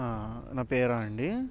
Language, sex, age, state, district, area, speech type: Telugu, male, 18-30, Andhra Pradesh, Bapatla, urban, spontaneous